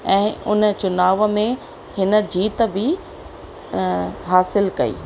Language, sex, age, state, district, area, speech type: Sindhi, female, 45-60, Rajasthan, Ajmer, urban, spontaneous